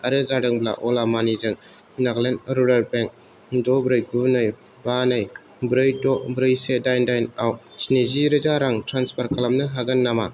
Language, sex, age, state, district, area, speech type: Bodo, male, 18-30, Assam, Kokrajhar, rural, read